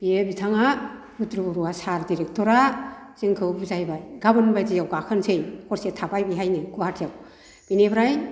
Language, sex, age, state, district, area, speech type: Bodo, female, 60+, Assam, Kokrajhar, rural, spontaneous